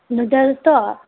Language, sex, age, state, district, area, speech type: Manipuri, female, 30-45, Manipur, Imphal East, rural, conversation